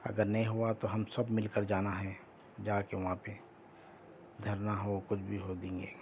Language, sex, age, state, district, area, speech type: Urdu, female, 45-60, Telangana, Hyderabad, urban, spontaneous